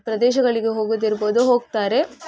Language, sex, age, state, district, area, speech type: Kannada, female, 18-30, Karnataka, Udupi, rural, spontaneous